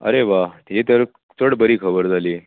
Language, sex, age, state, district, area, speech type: Goan Konkani, male, 30-45, Goa, Bardez, urban, conversation